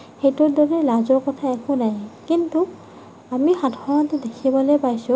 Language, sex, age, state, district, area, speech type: Assamese, female, 45-60, Assam, Nagaon, rural, spontaneous